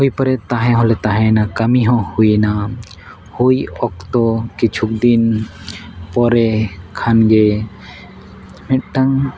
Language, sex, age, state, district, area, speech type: Santali, male, 30-45, Jharkhand, East Singhbhum, rural, spontaneous